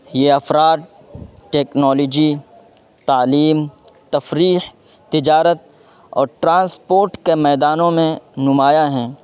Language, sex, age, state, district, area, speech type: Urdu, male, 18-30, Uttar Pradesh, Saharanpur, urban, spontaneous